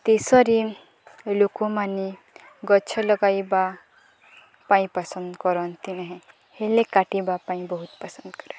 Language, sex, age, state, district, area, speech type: Odia, female, 18-30, Odisha, Nuapada, urban, spontaneous